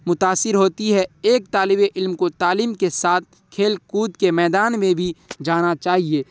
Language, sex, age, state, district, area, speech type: Urdu, male, 18-30, Bihar, Darbhanga, rural, spontaneous